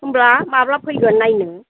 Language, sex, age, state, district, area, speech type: Bodo, female, 60+, Assam, Kokrajhar, rural, conversation